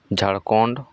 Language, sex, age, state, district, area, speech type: Santali, male, 30-45, West Bengal, Paschim Bardhaman, rural, spontaneous